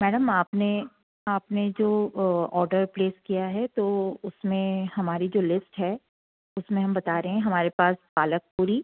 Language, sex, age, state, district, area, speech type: Hindi, female, 45-60, Madhya Pradesh, Jabalpur, urban, conversation